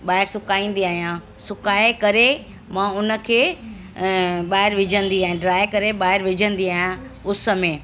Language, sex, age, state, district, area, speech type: Sindhi, female, 60+, Delhi, South Delhi, urban, spontaneous